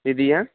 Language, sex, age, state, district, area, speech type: Sanskrit, male, 18-30, Kerala, Thiruvananthapuram, urban, conversation